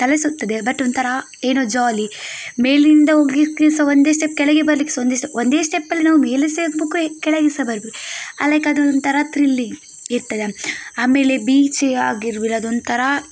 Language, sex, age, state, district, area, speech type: Kannada, female, 18-30, Karnataka, Udupi, rural, spontaneous